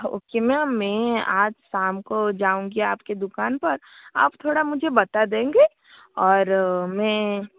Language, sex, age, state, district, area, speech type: Hindi, female, 30-45, Rajasthan, Jodhpur, rural, conversation